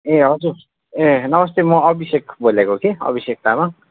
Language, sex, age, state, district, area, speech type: Nepali, male, 18-30, West Bengal, Darjeeling, rural, conversation